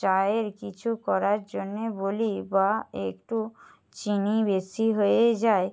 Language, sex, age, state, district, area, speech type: Bengali, female, 60+, West Bengal, Jhargram, rural, spontaneous